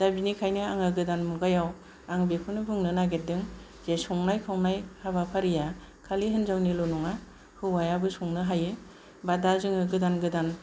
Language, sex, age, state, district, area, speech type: Bodo, female, 60+, Assam, Kokrajhar, rural, spontaneous